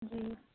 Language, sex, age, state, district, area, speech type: Urdu, female, 18-30, Uttar Pradesh, Gautam Buddha Nagar, rural, conversation